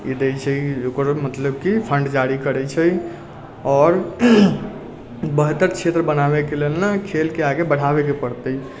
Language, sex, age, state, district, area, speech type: Maithili, male, 18-30, Bihar, Sitamarhi, rural, spontaneous